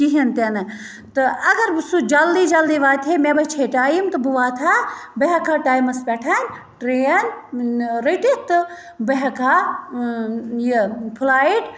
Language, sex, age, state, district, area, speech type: Kashmiri, female, 30-45, Jammu and Kashmir, Budgam, rural, spontaneous